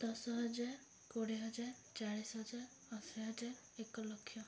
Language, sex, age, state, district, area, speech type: Odia, female, 18-30, Odisha, Ganjam, urban, spontaneous